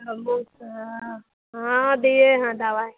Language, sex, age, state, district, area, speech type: Hindi, female, 30-45, Bihar, Madhepura, rural, conversation